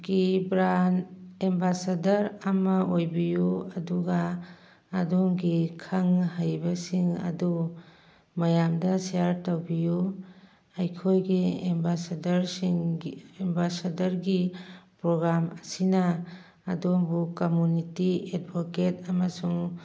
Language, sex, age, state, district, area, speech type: Manipuri, female, 45-60, Manipur, Churachandpur, urban, read